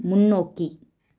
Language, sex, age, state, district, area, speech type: Tamil, female, 18-30, Tamil Nadu, Virudhunagar, rural, read